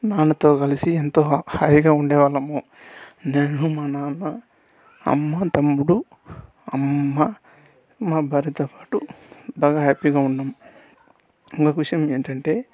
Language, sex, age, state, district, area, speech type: Telugu, male, 18-30, Andhra Pradesh, Sri Balaji, rural, spontaneous